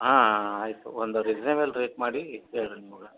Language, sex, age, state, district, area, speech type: Kannada, male, 60+, Karnataka, Gadag, rural, conversation